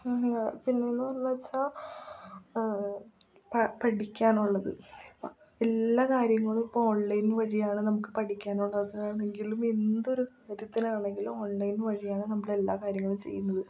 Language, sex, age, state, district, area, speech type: Malayalam, female, 18-30, Kerala, Ernakulam, rural, spontaneous